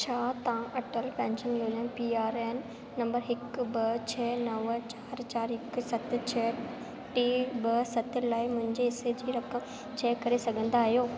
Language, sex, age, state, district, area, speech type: Sindhi, female, 18-30, Rajasthan, Ajmer, urban, read